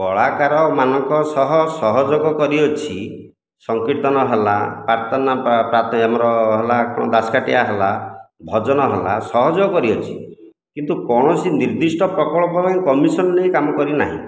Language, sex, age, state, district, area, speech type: Odia, male, 45-60, Odisha, Khordha, rural, spontaneous